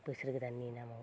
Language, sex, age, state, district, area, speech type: Bodo, female, 30-45, Assam, Baksa, rural, spontaneous